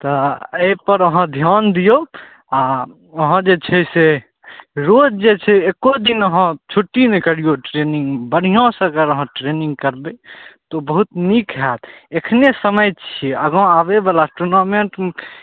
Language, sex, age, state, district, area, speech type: Maithili, male, 18-30, Bihar, Saharsa, rural, conversation